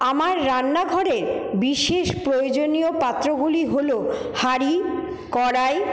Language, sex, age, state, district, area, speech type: Bengali, female, 45-60, West Bengal, Paschim Bardhaman, urban, spontaneous